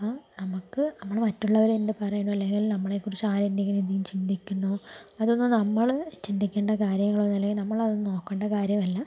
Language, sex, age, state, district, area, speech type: Malayalam, female, 30-45, Kerala, Palakkad, rural, spontaneous